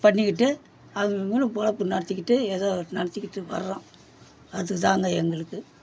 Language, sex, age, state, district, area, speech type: Tamil, male, 60+, Tamil Nadu, Perambalur, rural, spontaneous